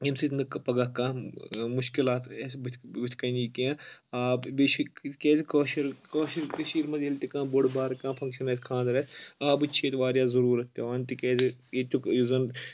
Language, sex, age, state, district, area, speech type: Kashmiri, male, 18-30, Jammu and Kashmir, Kulgam, urban, spontaneous